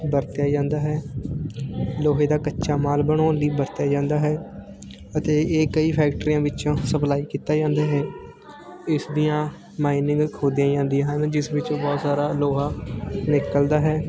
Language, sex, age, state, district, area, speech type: Punjabi, male, 18-30, Punjab, Fatehgarh Sahib, rural, spontaneous